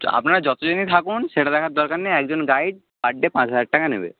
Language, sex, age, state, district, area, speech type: Bengali, male, 18-30, West Bengal, Jhargram, rural, conversation